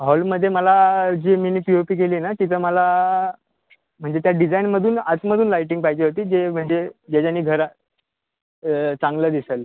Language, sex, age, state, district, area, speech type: Marathi, male, 30-45, Maharashtra, Thane, urban, conversation